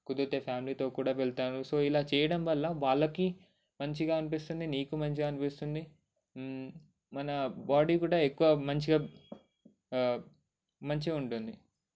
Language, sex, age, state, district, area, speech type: Telugu, male, 18-30, Telangana, Ranga Reddy, urban, spontaneous